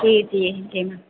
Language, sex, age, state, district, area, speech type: Hindi, female, 30-45, Uttar Pradesh, Sitapur, rural, conversation